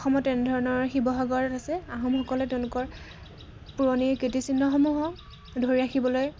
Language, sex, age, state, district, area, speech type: Assamese, female, 18-30, Assam, Dhemaji, rural, spontaneous